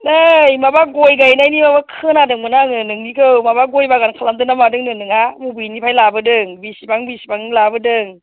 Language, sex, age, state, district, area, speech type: Bodo, female, 30-45, Assam, Chirang, rural, conversation